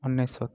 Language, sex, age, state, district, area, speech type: Odia, male, 18-30, Odisha, Nayagarh, rural, spontaneous